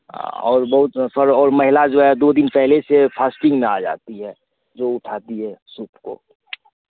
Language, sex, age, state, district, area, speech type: Hindi, male, 30-45, Bihar, Madhepura, rural, conversation